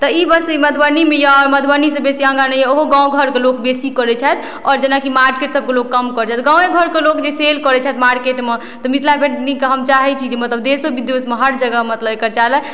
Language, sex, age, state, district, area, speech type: Maithili, female, 18-30, Bihar, Madhubani, rural, spontaneous